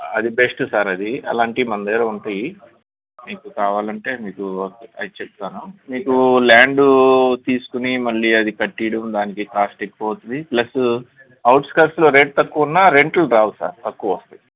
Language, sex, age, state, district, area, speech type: Telugu, male, 45-60, Andhra Pradesh, N T Rama Rao, urban, conversation